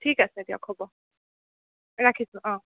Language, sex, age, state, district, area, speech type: Assamese, female, 18-30, Assam, Sonitpur, rural, conversation